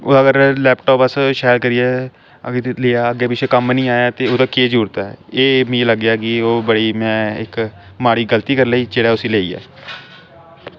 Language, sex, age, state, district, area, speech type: Dogri, male, 18-30, Jammu and Kashmir, Samba, urban, spontaneous